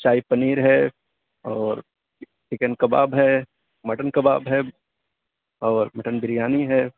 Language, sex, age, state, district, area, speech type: Urdu, male, 30-45, Uttar Pradesh, Mau, urban, conversation